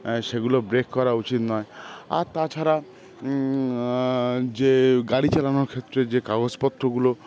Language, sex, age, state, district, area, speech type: Bengali, male, 30-45, West Bengal, Howrah, urban, spontaneous